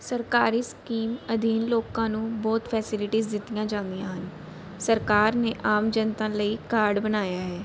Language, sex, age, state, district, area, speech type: Punjabi, female, 18-30, Punjab, Mansa, urban, spontaneous